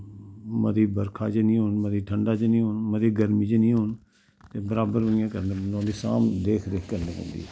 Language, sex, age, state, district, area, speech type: Dogri, male, 60+, Jammu and Kashmir, Samba, rural, spontaneous